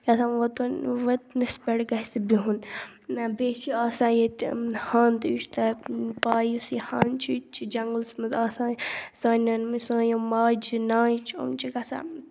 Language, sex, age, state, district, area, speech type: Kashmiri, female, 18-30, Jammu and Kashmir, Kupwara, rural, spontaneous